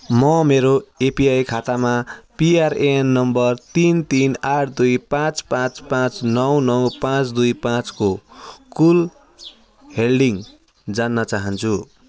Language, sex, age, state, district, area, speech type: Nepali, male, 30-45, West Bengal, Jalpaiguri, urban, read